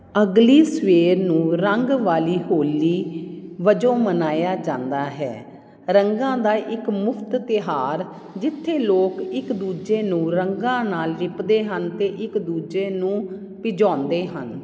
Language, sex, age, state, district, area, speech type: Punjabi, female, 45-60, Punjab, Jalandhar, urban, read